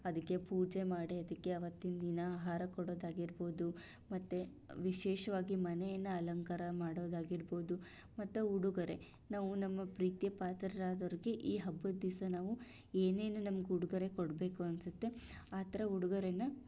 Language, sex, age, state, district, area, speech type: Kannada, female, 30-45, Karnataka, Tumkur, rural, spontaneous